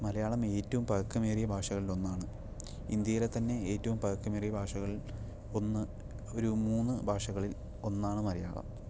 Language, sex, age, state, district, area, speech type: Malayalam, male, 18-30, Kerala, Palakkad, rural, spontaneous